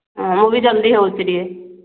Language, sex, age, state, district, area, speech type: Odia, female, 30-45, Odisha, Mayurbhanj, rural, conversation